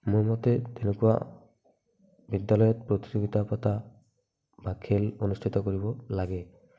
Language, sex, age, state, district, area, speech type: Assamese, male, 18-30, Assam, Barpeta, rural, spontaneous